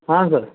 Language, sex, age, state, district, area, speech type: Kannada, male, 45-60, Karnataka, Dharwad, rural, conversation